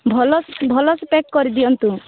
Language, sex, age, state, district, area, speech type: Odia, female, 18-30, Odisha, Rayagada, rural, conversation